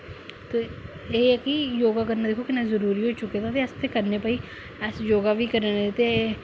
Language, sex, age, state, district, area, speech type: Dogri, female, 45-60, Jammu and Kashmir, Samba, rural, spontaneous